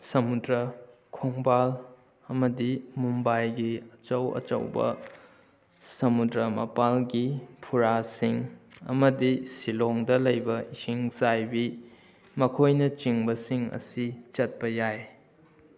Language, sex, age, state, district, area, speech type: Manipuri, male, 18-30, Manipur, Kakching, rural, spontaneous